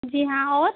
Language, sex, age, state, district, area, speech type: Hindi, female, 18-30, Rajasthan, Karauli, rural, conversation